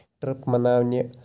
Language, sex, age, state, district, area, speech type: Kashmiri, male, 30-45, Jammu and Kashmir, Shopian, urban, spontaneous